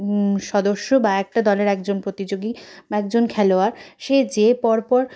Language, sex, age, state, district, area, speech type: Bengali, female, 60+, West Bengal, Purulia, rural, spontaneous